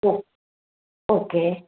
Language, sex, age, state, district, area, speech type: Kannada, female, 60+, Karnataka, Gadag, rural, conversation